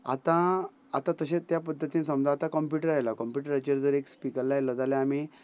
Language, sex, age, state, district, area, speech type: Goan Konkani, male, 45-60, Goa, Ponda, rural, spontaneous